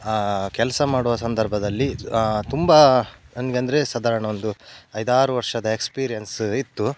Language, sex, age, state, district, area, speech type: Kannada, male, 30-45, Karnataka, Udupi, rural, spontaneous